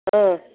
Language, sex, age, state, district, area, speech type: Kannada, female, 60+, Karnataka, Mandya, rural, conversation